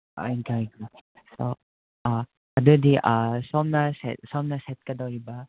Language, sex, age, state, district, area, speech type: Manipuri, male, 45-60, Manipur, Imphal West, urban, conversation